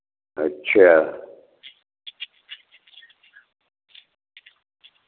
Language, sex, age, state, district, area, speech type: Hindi, male, 60+, Uttar Pradesh, Varanasi, rural, conversation